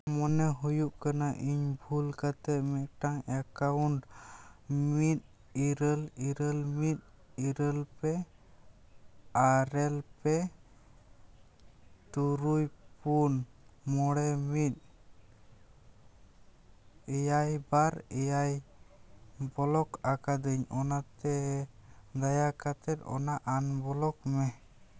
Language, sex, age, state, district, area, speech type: Santali, male, 18-30, West Bengal, Jhargram, rural, read